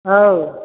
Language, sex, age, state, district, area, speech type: Bodo, male, 60+, Assam, Chirang, urban, conversation